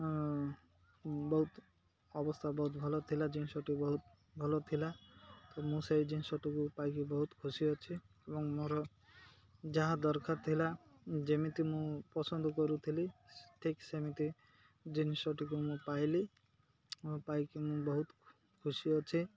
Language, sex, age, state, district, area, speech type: Odia, male, 30-45, Odisha, Malkangiri, urban, spontaneous